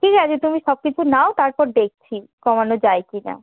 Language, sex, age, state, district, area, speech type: Bengali, female, 18-30, West Bengal, South 24 Parganas, rural, conversation